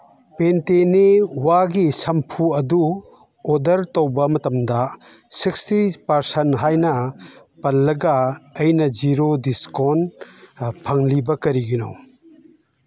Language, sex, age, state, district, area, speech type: Manipuri, male, 60+, Manipur, Chandel, rural, read